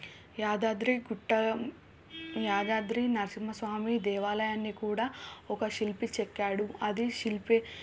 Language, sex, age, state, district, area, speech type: Telugu, female, 18-30, Telangana, Suryapet, urban, spontaneous